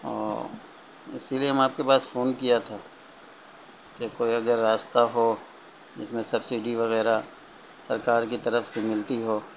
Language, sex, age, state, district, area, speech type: Urdu, male, 45-60, Bihar, Gaya, urban, spontaneous